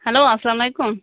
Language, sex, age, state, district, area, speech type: Kashmiri, female, 18-30, Jammu and Kashmir, Budgam, rural, conversation